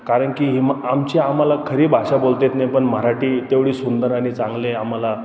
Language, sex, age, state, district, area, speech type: Marathi, male, 30-45, Maharashtra, Ahmednagar, urban, spontaneous